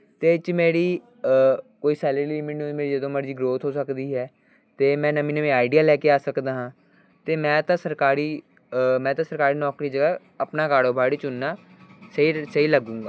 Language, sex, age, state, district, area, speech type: Punjabi, male, 18-30, Punjab, Hoshiarpur, urban, spontaneous